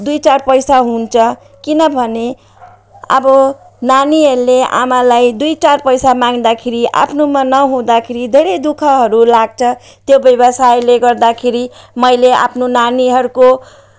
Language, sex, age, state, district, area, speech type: Nepali, female, 45-60, West Bengal, Jalpaiguri, rural, spontaneous